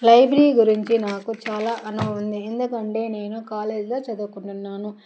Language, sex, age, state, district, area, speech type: Telugu, female, 30-45, Andhra Pradesh, Chittoor, rural, spontaneous